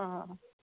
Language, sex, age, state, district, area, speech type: Manipuri, female, 30-45, Manipur, Kangpokpi, urban, conversation